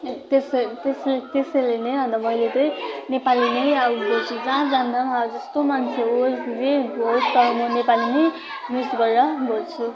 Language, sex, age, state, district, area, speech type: Nepali, female, 18-30, West Bengal, Darjeeling, rural, spontaneous